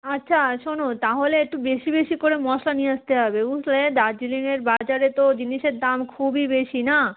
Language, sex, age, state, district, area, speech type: Bengali, female, 30-45, West Bengal, Darjeeling, urban, conversation